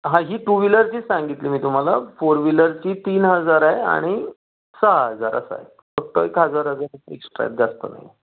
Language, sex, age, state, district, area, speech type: Marathi, male, 30-45, Maharashtra, Raigad, rural, conversation